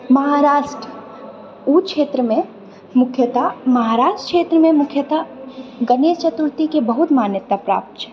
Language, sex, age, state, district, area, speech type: Maithili, female, 30-45, Bihar, Purnia, urban, spontaneous